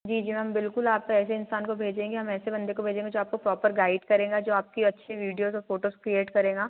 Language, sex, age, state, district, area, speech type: Hindi, female, 18-30, Madhya Pradesh, Betul, rural, conversation